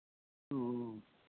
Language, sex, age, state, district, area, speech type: Santali, male, 60+, Jharkhand, East Singhbhum, rural, conversation